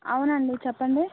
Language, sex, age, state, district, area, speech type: Telugu, female, 18-30, Andhra Pradesh, Guntur, urban, conversation